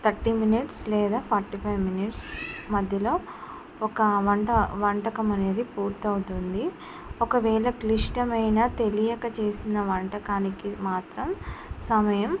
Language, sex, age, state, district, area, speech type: Telugu, female, 45-60, Telangana, Mancherial, rural, spontaneous